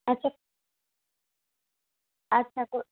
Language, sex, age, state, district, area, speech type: Bengali, female, 18-30, West Bengal, Bankura, rural, conversation